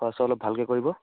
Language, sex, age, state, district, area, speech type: Assamese, male, 18-30, Assam, Barpeta, rural, conversation